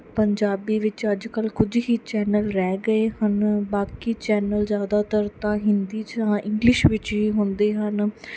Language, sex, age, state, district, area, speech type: Punjabi, female, 18-30, Punjab, Mansa, urban, spontaneous